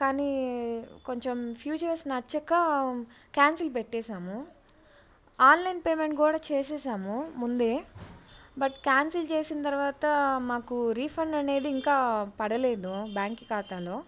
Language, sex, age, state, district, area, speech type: Telugu, female, 18-30, Andhra Pradesh, Bapatla, urban, spontaneous